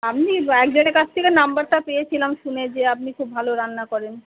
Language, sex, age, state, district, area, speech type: Bengali, female, 45-60, West Bengal, Kolkata, urban, conversation